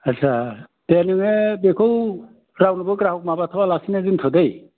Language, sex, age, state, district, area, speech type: Bodo, male, 60+, Assam, Udalguri, rural, conversation